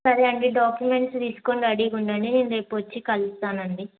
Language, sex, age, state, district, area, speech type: Telugu, female, 18-30, Telangana, Yadadri Bhuvanagiri, urban, conversation